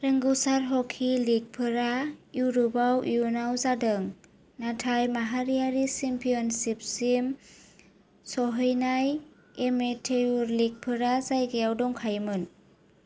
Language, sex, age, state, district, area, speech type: Bodo, female, 18-30, Assam, Kokrajhar, urban, read